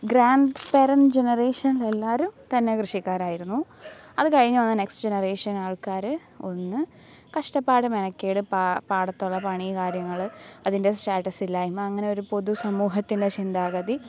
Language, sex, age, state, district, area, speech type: Malayalam, female, 18-30, Kerala, Alappuzha, rural, spontaneous